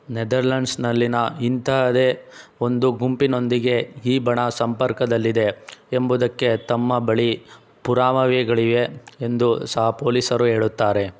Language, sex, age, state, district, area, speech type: Kannada, male, 60+, Karnataka, Chikkaballapur, rural, read